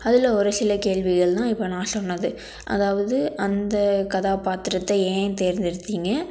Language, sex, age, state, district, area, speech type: Tamil, female, 18-30, Tamil Nadu, Tiruppur, rural, spontaneous